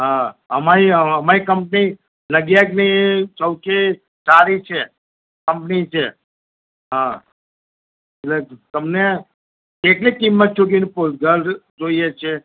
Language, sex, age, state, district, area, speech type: Gujarati, male, 60+, Gujarat, Kheda, rural, conversation